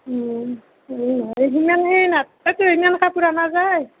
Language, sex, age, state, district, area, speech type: Assamese, female, 30-45, Assam, Nalbari, rural, conversation